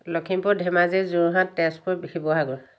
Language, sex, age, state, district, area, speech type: Assamese, female, 60+, Assam, Lakhimpur, urban, spontaneous